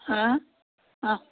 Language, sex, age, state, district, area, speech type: Assamese, female, 60+, Assam, Biswanath, rural, conversation